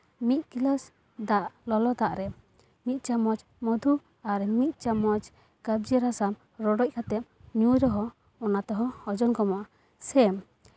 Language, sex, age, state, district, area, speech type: Santali, female, 18-30, West Bengal, Paschim Bardhaman, rural, spontaneous